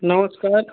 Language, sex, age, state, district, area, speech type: Hindi, male, 30-45, Uttar Pradesh, Jaunpur, rural, conversation